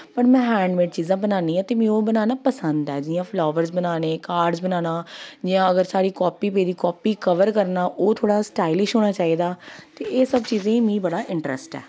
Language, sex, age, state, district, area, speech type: Dogri, female, 30-45, Jammu and Kashmir, Jammu, urban, spontaneous